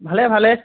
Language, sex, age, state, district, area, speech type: Assamese, male, 18-30, Assam, Golaghat, urban, conversation